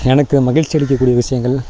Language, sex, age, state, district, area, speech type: Tamil, male, 30-45, Tamil Nadu, Nagapattinam, rural, spontaneous